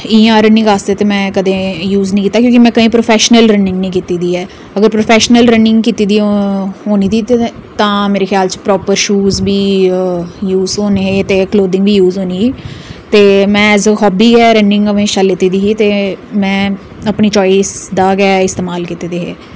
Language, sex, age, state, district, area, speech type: Dogri, female, 30-45, Jammu and Kashmir, Udhampur, urban, spontaneous